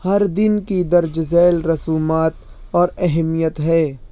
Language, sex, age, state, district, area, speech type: Urdu, male, 18-30, Maharashtra, Nashik, rural, read